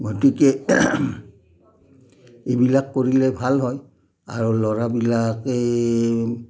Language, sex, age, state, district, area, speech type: Assamese, male, 60+, Assam, Udalguri, urban, spontaneous